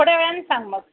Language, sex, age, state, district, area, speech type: Marathi, female, 45-60, Maharashtra, Buldhana, rural, conversation